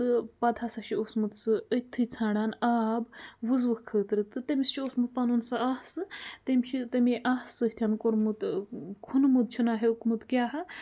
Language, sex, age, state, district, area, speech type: Kashmiri, female, 30-45, Jammu and Kashmir, Budgam, rural, spontaneous